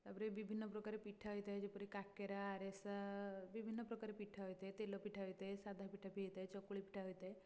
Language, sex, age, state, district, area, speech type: Odia, female, 18-30, Odisha, Puri, urban, spontaneous